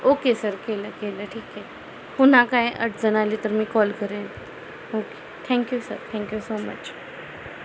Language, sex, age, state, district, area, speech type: Marathi, female, 18-30, Maharashtra, Satara, rural, spontaneous